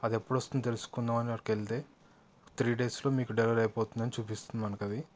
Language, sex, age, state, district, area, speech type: Telugu, male, 30-45, Telangana, Yadadri Bhuvanagiri, urban, spontaneous